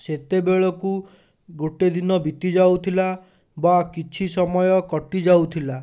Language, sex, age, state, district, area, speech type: Odia, male, 30-45, Odisha, Bhadrak, rural, spontaneous